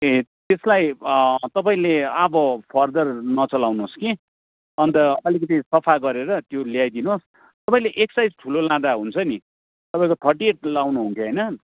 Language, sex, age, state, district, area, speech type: Nepali, male, 30-45, West Bengal, Darjeeling, rural, conversation